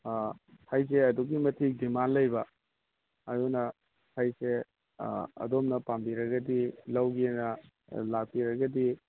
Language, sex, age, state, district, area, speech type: Manipuri, male, 45-60, Manipur, Imphal East, rural, conversation